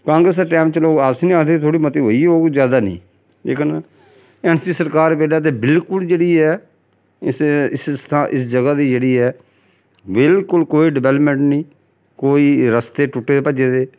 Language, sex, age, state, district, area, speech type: Dogri, male, 45-60, Jammu and Kashmir, Samba, rural, spontaneous